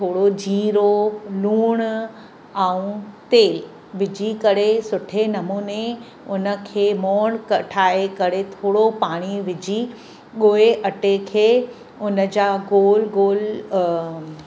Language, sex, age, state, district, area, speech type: Sindhi, female, 45-60, Maharashtra, Mumbai City, urban, spontaneous